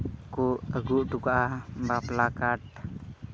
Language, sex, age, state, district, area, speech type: Santali, male, 18-30, West Bengal, Malda, rural, spontaneous